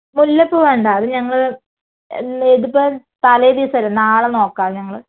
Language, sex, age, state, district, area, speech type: Malayalam, female, 30-45, Kerala, Palakkad, rural, conversation